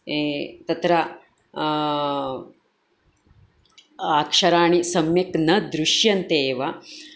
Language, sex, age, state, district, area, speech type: Sanskrit, female, 45-60, Karnataka, Dakshina Kannada, urban, spontaneous